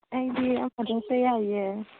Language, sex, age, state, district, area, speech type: Manipuri, female, 30-45, Manipur, Imphal East, rural, conversation